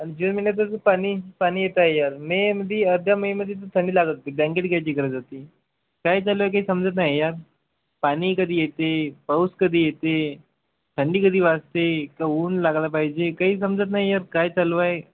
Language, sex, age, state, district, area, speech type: Marathi, male, 18-30, Maharashtra, Wardha, rural, conversation